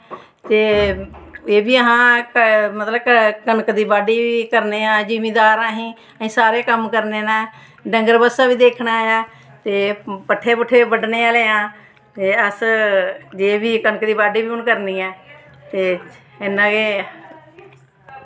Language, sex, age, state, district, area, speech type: Dogri, female, 45-60, Jammu and Kashmir, Samba, urban, spontaneous